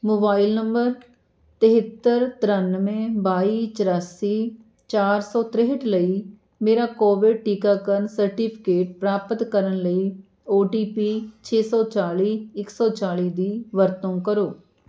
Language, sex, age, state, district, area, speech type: Punjabi, female, 30-45, Punjab, Amritsar, urban, read